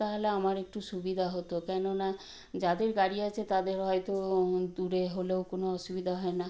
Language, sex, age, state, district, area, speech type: Bengali, female, 60+, West Bengal, Nadia, rural, spontaneous